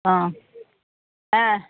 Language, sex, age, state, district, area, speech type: Kannada, female, 60+, Karnataka, Udupi, rural, conversation